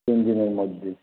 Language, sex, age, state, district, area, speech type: Bengali, male, 60+, West Bengal, Uttar Dinajpur, rural, conversation